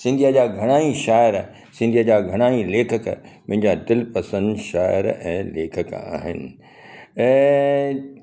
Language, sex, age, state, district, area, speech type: Sindhi, male, 60+, Gujarat, Kutch, urban, spontaneous